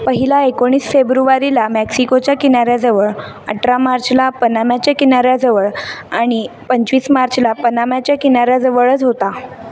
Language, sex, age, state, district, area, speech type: Marathi, female, 18-30, Maharashtra, Mumbai City, urban, read